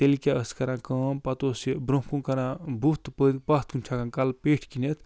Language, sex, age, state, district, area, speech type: Kashmiri, male, 45-60, Jammu and Kashmir, Budgam, rural, spontaneous